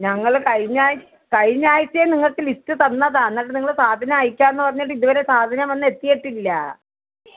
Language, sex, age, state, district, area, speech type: Malayalam, female, 60+, Kerala, Kollam, rural, conversation